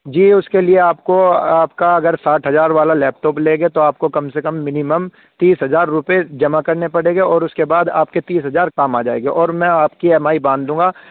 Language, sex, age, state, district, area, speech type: Urdu, male, 18-30, Uttar Pradesh, Saharanpur, urban, conversation